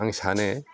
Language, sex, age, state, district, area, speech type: Bodo, male, 60+, Assam, Chirang, urban, spontaneous